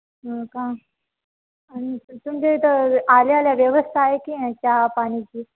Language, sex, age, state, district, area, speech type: Marathi, female, 18-30, Maharashtra, Nanded, urban, conversation